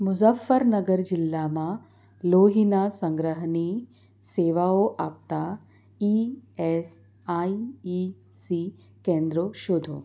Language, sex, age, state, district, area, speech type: Gujarati, female, 30-45, Gujarat, Anand, urban, read